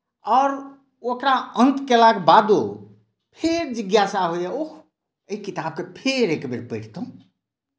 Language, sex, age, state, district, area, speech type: Maithili, male, 60+, Bihar, Madhubani, rural, spontaneous